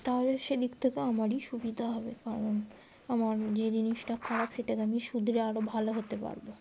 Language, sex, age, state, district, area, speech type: Bengali, female, 18-30, West Bengal, Darjeeling, urban, spontaneous